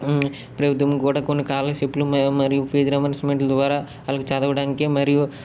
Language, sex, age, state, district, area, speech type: Telugu, male, 30-45, Andhra Pradesh, Srikakulam, urban, spontaneous